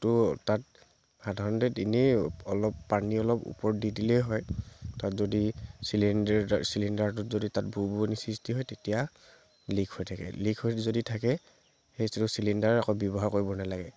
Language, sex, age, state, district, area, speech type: Assamese, male, 18-30, Assam, Dibrugarh, rural, spontaneous